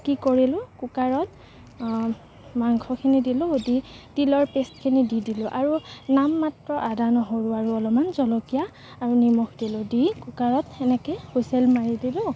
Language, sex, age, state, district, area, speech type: Assamese, female, 18-30, Assam, Kamrup Metropolitan, urban, spontaneous